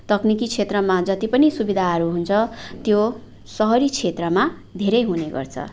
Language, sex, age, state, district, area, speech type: Nepali, female, 45-60, West Bengal, Darjeeling, rural, spontaneous